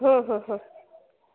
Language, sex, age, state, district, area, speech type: Bengali, female, 18-30, West Bengal, Birbhum, urban, conversation